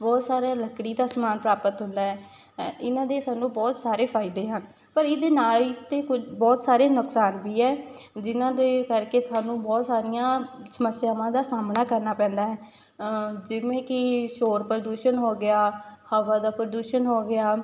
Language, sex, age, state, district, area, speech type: Punjabi, female, 18-30, Punjab, Shaheed Bhagat Singh Nagar, rural, spontaneous